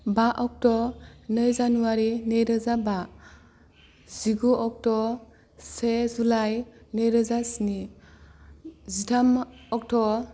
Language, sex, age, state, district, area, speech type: Bodo, female, 18-30, Assam, Kokrajhar, rural, spontaneous